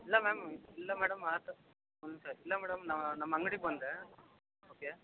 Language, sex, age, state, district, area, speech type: Kannada, male, 30-45, Karnataka, Bangalore Rural, urban, conversation